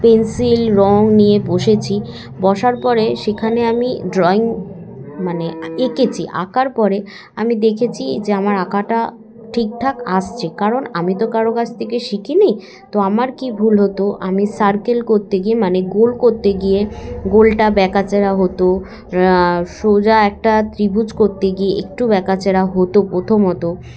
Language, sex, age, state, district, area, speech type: Bengali, female, 18-30, West Bengal, Hooghly, urban, spontaneous